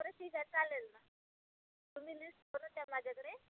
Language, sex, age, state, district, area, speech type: Marathi, female, 30-45, Maharashtra, Amravati, urban, conversation